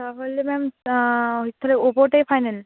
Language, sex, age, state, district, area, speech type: Bengali, female, 18-30, West Bengal, Purba Medinipur, rural, conversation